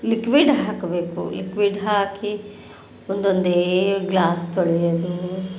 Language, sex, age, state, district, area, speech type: Kannada, female, 45-60, Karnataka, Koppal, rural, spontaneous